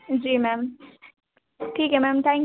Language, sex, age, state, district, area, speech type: Hindi, female, 18-30, Uttar Pradesh, Sonbhadra, rural, conversation